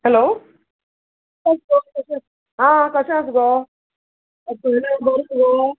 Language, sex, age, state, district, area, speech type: Goan Konkani, female, 45-60, Goa, Quepem, rural, conversation